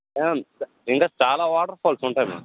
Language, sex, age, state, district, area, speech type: Telugu, male, 30-45, Andhra Pradesh, Srikakulam, urban, conversation